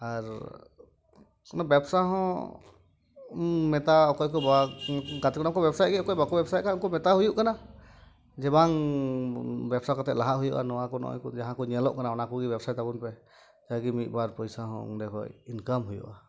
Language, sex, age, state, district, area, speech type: Santali, male, 30-45, West Bengal, Dakshin Dinajpur, rural, spontaneous